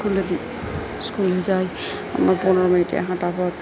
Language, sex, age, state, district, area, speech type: Bengali, female, 45-60, West Bengal, Purba Bardhaman, rural, spontaneous